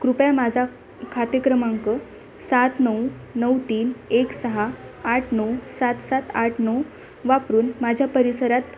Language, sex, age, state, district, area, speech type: Marathi, female, 18-30, Maharashtra, Osmanabad, rural, read